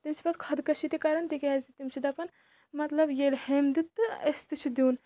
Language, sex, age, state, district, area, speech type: Kashmiri, female, 30-45, Jammu and Kashmir, Kulgam, rural, spontaneous